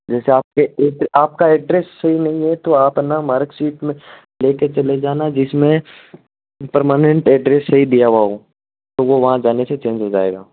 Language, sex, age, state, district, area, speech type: Hindi, male, 18-30, Rajasthan, Nagaur, rural, conversation